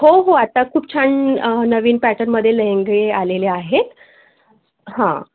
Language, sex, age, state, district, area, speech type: Marathi, female, 18-30, Maharashtra, Akola, urban, conversation